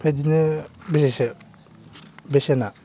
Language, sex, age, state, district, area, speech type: Bodo, male, 18-30, Assam, Baksa, rural, spontaneous